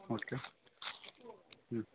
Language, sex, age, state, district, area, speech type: Kannada, male, 45-60, Karnataka, Davanagere, urban, conversation